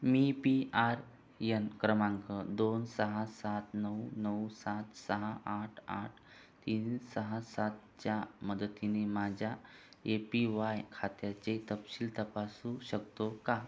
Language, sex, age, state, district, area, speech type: Marathi, other, 18-30, Maharashtra, Buldhana, urban, read